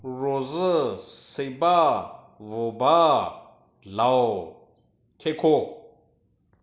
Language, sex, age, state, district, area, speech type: Manipuri, male, 45-60, Manipur, Senapati, rural, spontaneous